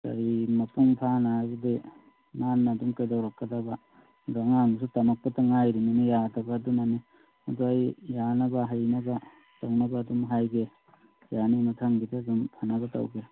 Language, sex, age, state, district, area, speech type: Manipuri, male, 30-45, Manipur, Thoubal, rural, conversation